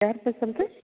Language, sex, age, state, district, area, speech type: Tamil, female, 45-60, Tamil Nadu, Thanjavur, rural, conversation